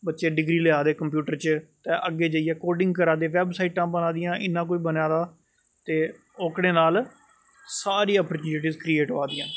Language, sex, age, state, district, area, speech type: Dogri, male, 30-45, Jammu and Kashmir, Jammu, urban, spontaneous